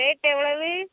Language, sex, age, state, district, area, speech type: Tamil, female, 30-45, Tamil Nadu, Thoothukudi, rural, conversation